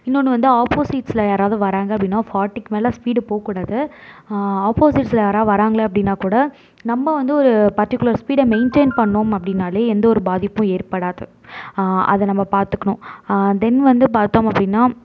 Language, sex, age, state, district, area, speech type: Tamil, female, 18-30, Tamil Nadu, Tiruvarur, urban, spontaneous